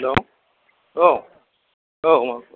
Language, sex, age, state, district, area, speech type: Bodo, male, 45-60, Assam, Kokrajhar, rural, conversation